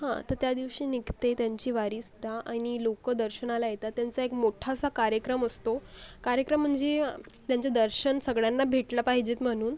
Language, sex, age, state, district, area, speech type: Marathi, female, 30-45, Maharashtra, Akola, rural, spontaneous